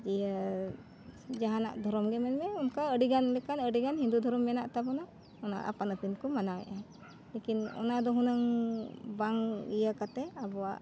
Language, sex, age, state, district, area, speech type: Santali, female, 45-60, Jharkhand, Bokaro, rural, spontaneous